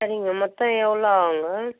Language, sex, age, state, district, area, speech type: Tamil, female, 60+, Tamil Nadu, Vellore, rural, conversation